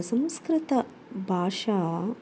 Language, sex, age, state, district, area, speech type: Sanskrit, female, 30-45, Tamil Nadu, Chennai, urban, spontaneous